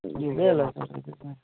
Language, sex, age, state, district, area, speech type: Kannada, male, 30-45, Karnataka, Belgaum, rural, conversation